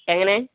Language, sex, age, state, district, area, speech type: Malayalam, male, 18-30, Kerala, Malappuram, rural, conversation